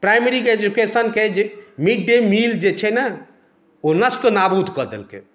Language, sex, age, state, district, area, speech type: Maithili, male, 45-60, Bihar, Madhubani, rural, spontaneous